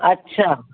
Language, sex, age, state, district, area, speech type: Sindhi, female, 45-60, Delhi, South Delhi, urban, conversation